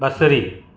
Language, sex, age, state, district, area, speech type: Sindhi, male, 45-60, Gujarat, Surat, urban, read